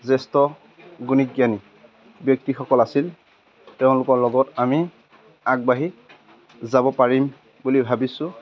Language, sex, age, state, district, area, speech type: Assamese, male, 18-30, Assam, Majuli, urban, spontaneous